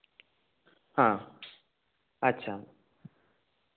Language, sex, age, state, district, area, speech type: Santali, male, 18-30, West Bengal, Bankura, rural, conversation